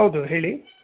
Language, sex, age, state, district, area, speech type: Kannada, male, 30-45, Karnataka, Bangalore Urban, rural, conversation